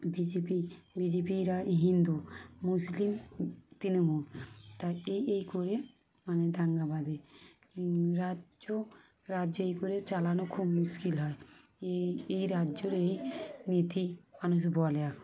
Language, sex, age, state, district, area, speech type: Bengali, female, 30-45, West Bengal, Dakshin Dinajpur, urban, spontaneous